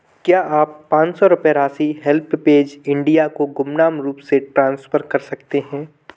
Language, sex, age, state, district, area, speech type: Hindi, male, 18-30, Madhya Pradesh, Gwalior, urban, read